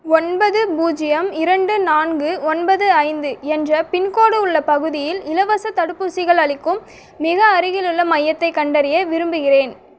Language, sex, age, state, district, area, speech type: Tamil, female, 18-30, Tamil Nadu, Cuddalore, rural, read